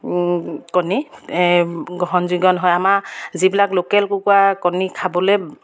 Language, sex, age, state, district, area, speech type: Assamese, female, 30-45, Assam, Sivasagar, rural, spontaneous